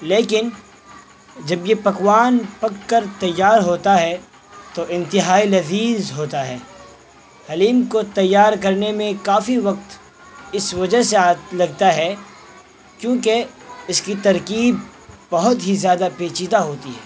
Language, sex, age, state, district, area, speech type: Urdu, male, 18-30, Bihar, Purnia, rural, spontaneous